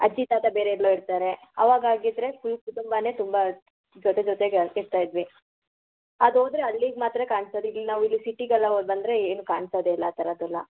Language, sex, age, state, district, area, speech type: Kannada, female, 45-60, Karnataka, Tumkur, rural, conversation